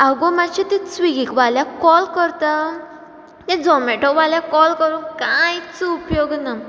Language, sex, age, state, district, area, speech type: Goan Konkani, female, 18-30, Goa, Ponda, rural, spontaneous